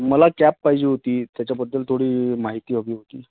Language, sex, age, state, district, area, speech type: Marathi, male, 30-45, Maharashtra, Nagpur, urban, conversation